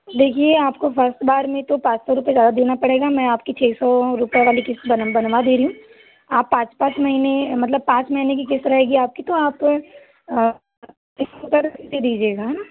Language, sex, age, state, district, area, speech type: Hindi, other, 18-30, Madhya Pradesh, Balaghat, rural, conversation